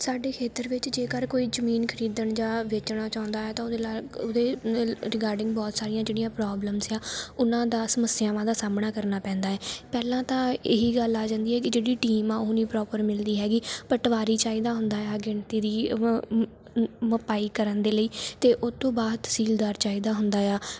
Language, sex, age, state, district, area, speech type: Punjabi, female, 18-30, Punjab, Shaheed Bhagat Singh Nagar, rural, spontaneous